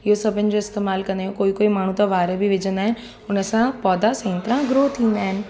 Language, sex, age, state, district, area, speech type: Sindhi, female, 18-30, Gujarat, Surat, urban, spontaneous